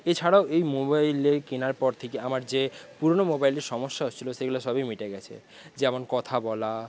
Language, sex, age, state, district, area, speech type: Bengali, male, 18-30, West Bengal, Paschim Medinipur, rural, spontaneous